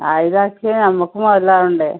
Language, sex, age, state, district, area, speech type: Malayalam, female, 30-45, Kerala, Malappuram, rural, conversation